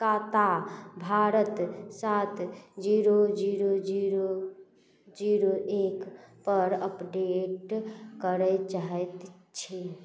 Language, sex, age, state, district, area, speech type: Maithili, female, 30-45, Bihar, Madhubani, rural, read